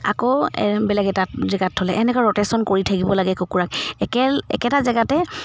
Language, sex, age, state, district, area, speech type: Assamese, female, 30-45, Assam, Charaideo, rural, spontaneous